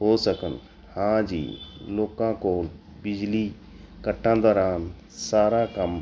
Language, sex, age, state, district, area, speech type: Punjabi, male, 45-60, Punjab, Tarn Taran, urban, spontaneous